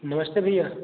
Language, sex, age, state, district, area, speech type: Hindi, male, 18-30, Uttar Pradesh, Jaunpur, rural, conversation